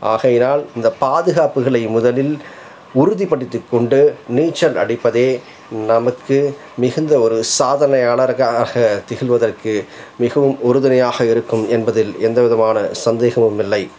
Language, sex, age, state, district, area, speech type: Tamil, male, 45-60, Tamil Nadu, Salem, rural, spontaneous